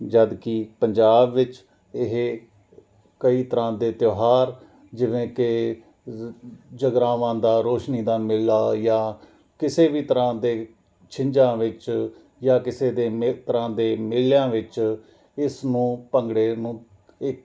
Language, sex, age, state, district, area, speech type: Punjabi, male, 45-60, Punjab, Jalandhar, urban, spontaneous